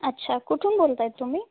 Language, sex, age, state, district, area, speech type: Marathi, female, 18-30, Maharashtra, Osmanabad, rural, conversation